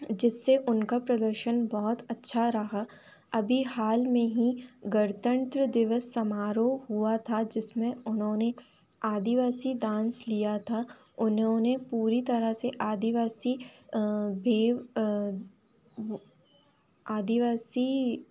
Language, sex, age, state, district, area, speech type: Hindi, female, 18-30, Madhya Pradesh, Chhindwara, urban, spontaneous